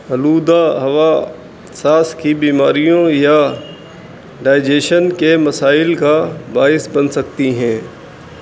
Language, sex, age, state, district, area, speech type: Urdu, male, 18-30, Uttar Pradesh, Rampur, urban, spontaneous